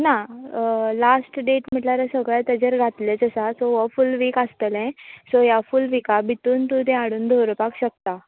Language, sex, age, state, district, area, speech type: Goan Konkani, female, 18-30, Goa, Canacona, rural, conversation